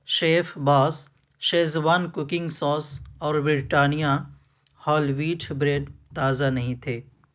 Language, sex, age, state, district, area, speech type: Urdu, male, 18-30, Uttar Pradesh, Ghaziabad, urban, read